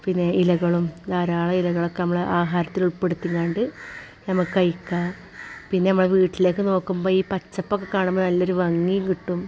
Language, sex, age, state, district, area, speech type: Malayalam, female, 45-60, Kerala, Malappuram, rural, spontaneous